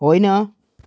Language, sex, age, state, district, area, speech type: Nepali, male, 18-30, West Bengal, Jalpaiguri, rural, read